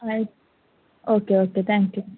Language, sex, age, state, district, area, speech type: Kannada, female, 18-30, Karnataka, Udupi, rural, conversation